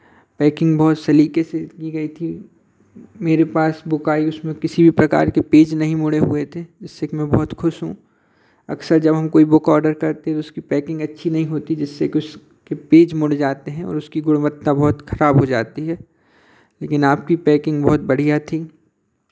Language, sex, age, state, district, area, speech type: Hindi, male, 30-45, Madhya Pradesh, Hoshangabad, urban, spontaneous